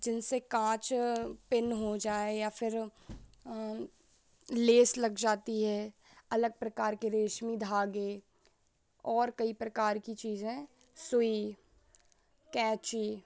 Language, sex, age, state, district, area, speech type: Hindi, female, 18-30, Madhya Pradesh, Hoshangabad, urban, spontaneous